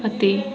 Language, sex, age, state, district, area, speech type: Punjabi, female, 30-45, Punjab, Ludhiana, urban, spontaneous